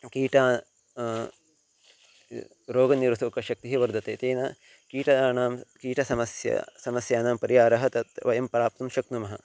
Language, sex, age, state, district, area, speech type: Sanskrit, male, 30-45, Karnataka, Uttara Kannada, rural, spontaneous